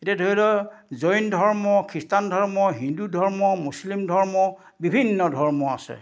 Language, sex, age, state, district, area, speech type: Assamese, male, 60+, Assam, Majuli, urban, spontaneous